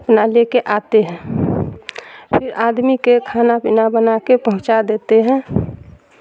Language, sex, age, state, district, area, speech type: Urdu, female, 60+, Bihar, Darbhanga, rural, spontaneous